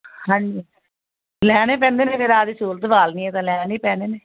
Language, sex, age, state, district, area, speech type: Punjabi, female, 60+, Punjab, Fazilka, rural, conversation